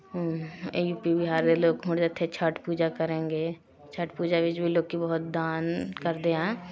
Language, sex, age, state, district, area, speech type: Punjabi, female, 30-45, Punjab, Shaheed Bhagat Singh Nagar, rural, spontaneous